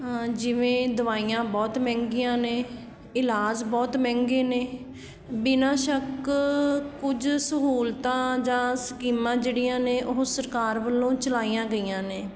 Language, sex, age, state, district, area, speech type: Punjabi, female, 30-45, Punjab, Patiala, rural, spontaneous